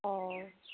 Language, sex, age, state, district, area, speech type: Assamese, female, 30-45, Assam, Sivasagar, rural, conversation